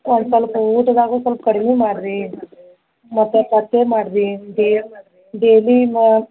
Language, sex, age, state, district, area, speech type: Kannada, female, 60+, Karnataka, Belgaum, rural, conversation